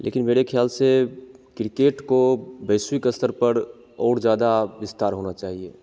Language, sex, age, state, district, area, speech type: Hindi, male, 18-30, Bihar, Begusarai, rural, spontaneous